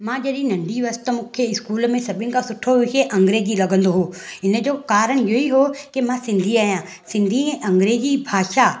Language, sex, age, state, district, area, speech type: Sindhi, female, 30-45, Gujarat, Surat, urban, spontaneous